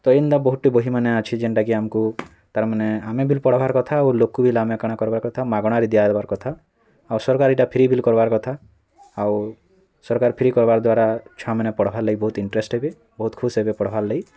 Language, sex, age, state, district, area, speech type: Odia, male, 18-30, Odisha, Bargarh, rural, spontaneous